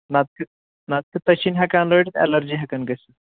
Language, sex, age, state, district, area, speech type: Kashmiri, male, 30-45, Jammu and Kashmir, Shopian, urban, conversation